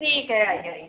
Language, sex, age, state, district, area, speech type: Hindi, female, 30-45, Uttar Pradesh, Prayagraj, rural, conversation